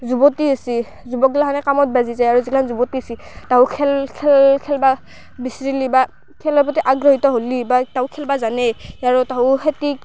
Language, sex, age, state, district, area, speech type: Assamese, female, 18-30, Assam, Barpeta, rural, spontaneous